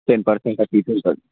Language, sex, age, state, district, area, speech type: Telugu, male, 18-30, Telangana, Vikarabad, urban, conversation